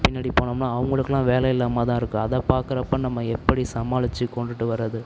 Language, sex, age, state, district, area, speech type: Tamil, male, 45-60, Tamil Nadu, Tiruvarur, urban, spontaneous